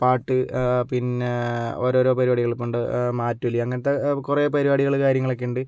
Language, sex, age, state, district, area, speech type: Malayalam, male, 60+, Kerala, Kozhikode, urban, spontaneous